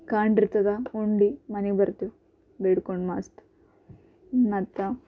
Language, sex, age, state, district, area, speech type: Kannada, female, 18-30, Karnataka, Bidar, urban, spontaneous